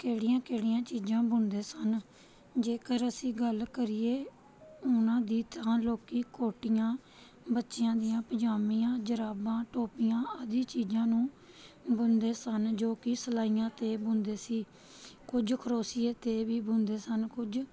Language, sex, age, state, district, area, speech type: Punjabi, female, 30-45, Punjab, Pathankot, rural, spontaneous